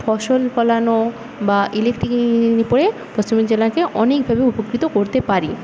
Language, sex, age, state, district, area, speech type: Bengali, female, 18-30, West Bengal, Paschim Medinipur, rural, spontaneous